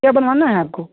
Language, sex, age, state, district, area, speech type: Hindi, male, 45-60, Uttar Pradesh, Lucknow, rural, conversation